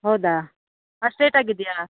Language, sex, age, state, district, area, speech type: Kannada, female, 30-45, Karnataka, Uttara Kannada, rural, conversation